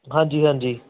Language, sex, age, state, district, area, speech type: Punjabi, male, 30-45, Punjab, Barnala, rural, conversation